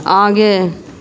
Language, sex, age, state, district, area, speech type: Hindi, female, 45-60, Bihar, Madhepura, rural, read